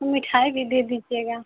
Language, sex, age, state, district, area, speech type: Hindi, female, 18-30, Uttar Pradesh, Mau, rural, conversation